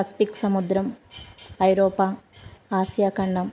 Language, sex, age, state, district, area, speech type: Telugu, female, 18-30, Telangana, Karimnagar, rural, spontaneous